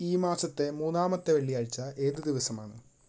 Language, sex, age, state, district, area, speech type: Malayalam, male, 18-30, Kerala, Thrissur, urban, read